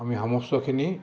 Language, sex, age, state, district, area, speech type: Assamese, male, 60+, Assam, Dhemaji, urban, spontaneous